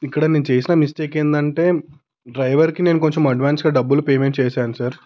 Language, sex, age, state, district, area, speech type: Telugu, male, 18-30, Telangana, Peddapalli, rural, spontaneous